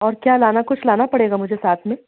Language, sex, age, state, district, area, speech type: Hindi, female, 45-60, Madhya Pradesh, Jabalpur, urban, conversation